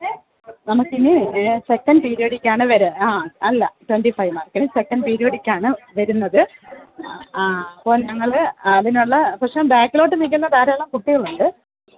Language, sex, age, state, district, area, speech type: Malayalam, female, 45-60, Kerala, Kollam, rural, conversation